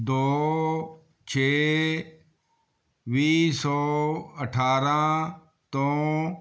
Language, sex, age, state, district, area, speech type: Punjabi, male, 60+, Punjab, Fazilka, rural, read